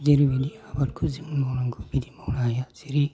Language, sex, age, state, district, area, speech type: Bodo, male, 45-60, Assam, Baksa, rural, spontaneous